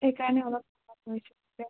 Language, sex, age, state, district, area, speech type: Assamese, female, 18-30, Assam, Nagaon, rural, conversation